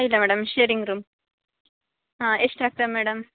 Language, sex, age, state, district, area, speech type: Kannada, female, 30-45, Karnataka, Uttara Kannada, rural, conversation